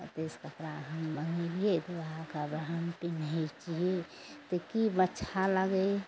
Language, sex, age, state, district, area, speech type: Maithili, female, 60+, Bihar, Araria, rural, spontaneous